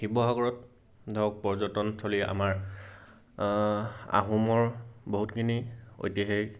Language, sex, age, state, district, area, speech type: Assamese, male, 18-30, Assam, Sivasagar, rural, spontaneous